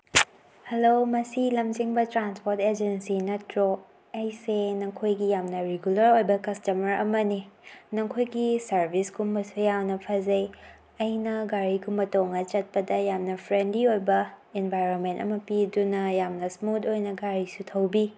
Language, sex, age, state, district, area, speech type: Manipuri, female, 18-30, Manipur, Tengnoupal, urban, spontaneous